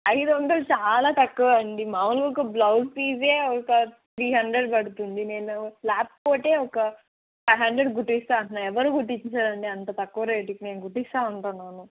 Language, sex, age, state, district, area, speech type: Telugu, female, 30-45, Andhra Pradesh, Chittoor, rural, conversation